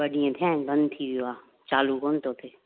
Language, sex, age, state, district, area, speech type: Sindhi, female, 45-60, Gujarat, Junagadh, rural, conversation